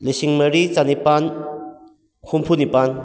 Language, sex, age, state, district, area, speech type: Manipuri, male, 45-60, Manipur, Kakching, rural, spontaneous